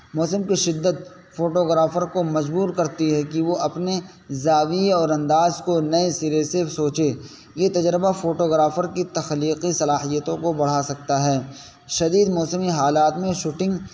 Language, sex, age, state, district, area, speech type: Urdu, male, 18-30, Uttar Pradesh, Saharanpur, urban, spontaneous